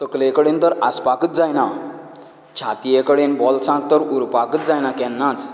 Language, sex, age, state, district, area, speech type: Goan Konkani, male, 45-60, Goa, Canacona, rural, spontaneous